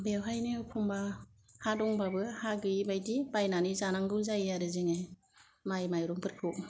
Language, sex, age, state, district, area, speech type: Bodo, female, 45-60, Assam, Kokrajhar, rural, spontaneous